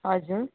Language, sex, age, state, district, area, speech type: Nepali, female, 30-45, West Bengal, Darjeeling, rural, conversation